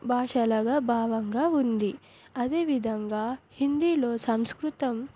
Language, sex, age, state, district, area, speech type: Telugu, female, 18-30, Andhra Pradesh, Sri Satya Sai, urban, spontaneous